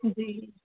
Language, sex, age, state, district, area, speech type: Sindhi, female, 30-45, Delhi, South Delhi, urban, conversation